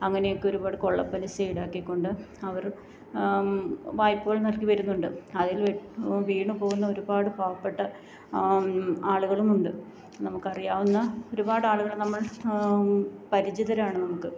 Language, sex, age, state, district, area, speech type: Malayalam, female, 30-45, Kerala, Alappuzha, rural, spontaneous